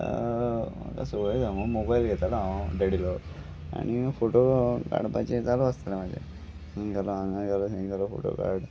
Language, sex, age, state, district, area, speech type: Goan Konkani, male, 30-45, Goa, Salcete, rural, spontaneous